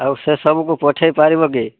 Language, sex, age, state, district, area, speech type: Odia, male, 18-30, Odisha, Boudh, rural, conversation